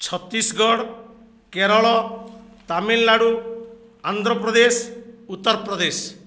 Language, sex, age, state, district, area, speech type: Odia, male, 60+, Odisha, Balangir, urban, spontaneous